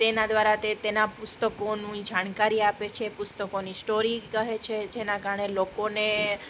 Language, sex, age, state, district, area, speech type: Gujarati, female, 30-45, Gujarat, Junagadh, urban, spontaneous